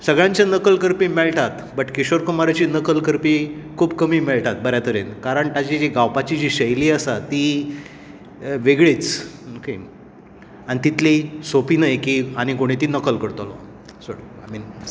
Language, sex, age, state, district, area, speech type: Goan Konkani, male, 45-60, Goa, Tiswadi, rural, spontaneous